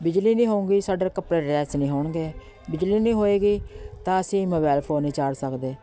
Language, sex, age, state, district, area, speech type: Punjabi, female, 45-60, Punjab, Patiala, urban, spontaneous